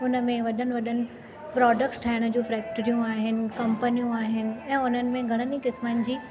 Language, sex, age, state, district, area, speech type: Sindhi, female, 30-45, Maharashtra, Thane, urban, spontaneous